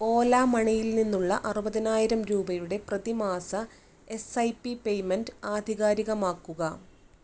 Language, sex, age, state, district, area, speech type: Malayalam, female, 30-45, Kerala, Kannur, rural, read